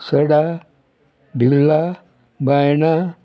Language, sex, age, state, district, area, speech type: Goan Konkani, male, 60+, Goa, Murmgao, rural, spontaneous